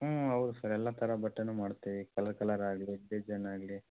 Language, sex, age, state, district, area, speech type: Kannada, male, 18-30, Karnataka, Chitradurga, rural, conversation